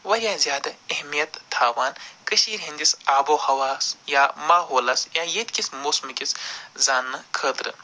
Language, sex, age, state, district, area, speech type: Kashmiri, male, 45-60, Jammu and Kashmir, Budgam, urban, spontaneous